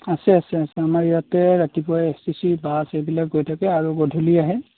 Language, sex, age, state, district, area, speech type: Assamese, male, 30-45, Assam, Darrang, rural, conversation